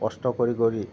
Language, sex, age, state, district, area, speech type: Assamese, male, 60+, Assam, Biswanath, rural, spontaneous